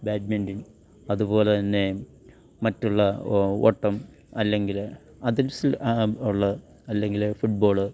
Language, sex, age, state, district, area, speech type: Malayalam, male, 60+, Kerala, Kottayam, urban, spontaneous